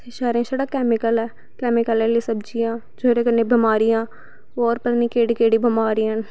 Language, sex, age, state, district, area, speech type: Dogri, female, 18-30, Jammu and Kashmir, Samba, rural, spontaneous